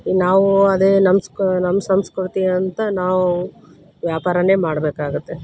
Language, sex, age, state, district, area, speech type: Kannada, female, 30-45, Karnataka, Koppal, rural, spontaneous